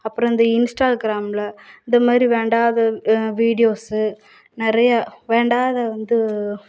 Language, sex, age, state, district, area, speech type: Tamil, female, 30-45, Tamil Nadu, Thoothukudi, urban, spontaneous